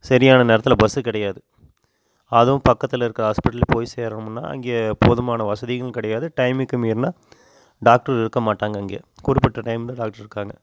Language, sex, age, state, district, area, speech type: Tamil, male, 30-45, Tamil Nadu, Coimbatore, rural, spontaneous